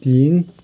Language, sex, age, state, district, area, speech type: Nepali, male, 45-60, West Bengal, Kalimpong, rural, read